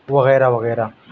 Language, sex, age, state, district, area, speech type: Urdu, male, 18-30, Delhi, South Delhi, urban, spontaneous